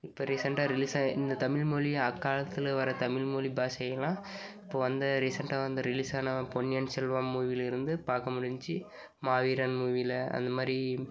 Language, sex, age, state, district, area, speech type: Tamil, male, 18-30, Tamil Nadu, Dharmapuri, urban, spontaneous